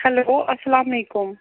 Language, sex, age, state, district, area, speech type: Kashmiri, female, 60+, Jammu and Kashmir, Srinagar, urban, conversation